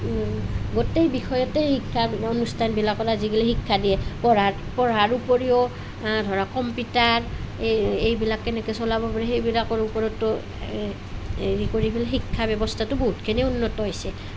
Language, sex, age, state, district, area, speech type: Assamese, female, 30-45, Assam, Nalbari, rural, spontaneous